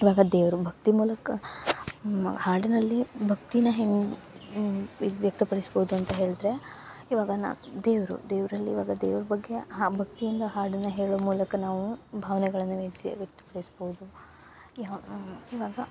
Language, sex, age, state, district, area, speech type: Kannada, female, 18-30, Karnataka, Uttara Kannada, rural, spontaneous